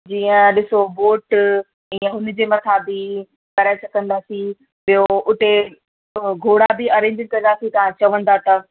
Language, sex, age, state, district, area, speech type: Sindhi, female, 18-30, Gujarat, Kutch, urban, conversation